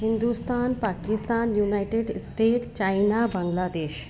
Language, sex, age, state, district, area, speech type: Sindhi, female, 30-45, Rajasthan, Ajmer, urban, spontaneous